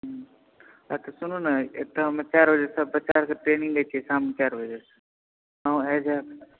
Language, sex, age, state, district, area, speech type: Maithili, male, 18-30, Bihar, Supaul, rural, conversation